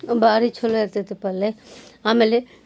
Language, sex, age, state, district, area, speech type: Kannada, female, 45-60, Karnataka, Koppal, rural, spontaneous